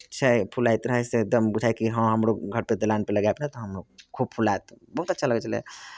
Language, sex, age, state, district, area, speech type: Maithili, male, 30-45, Bihar, Muzaffarpur, rural, spontaneous